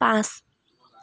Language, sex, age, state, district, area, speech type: Assamese, female, 18-30, Assam, Dibrugarh, rural, read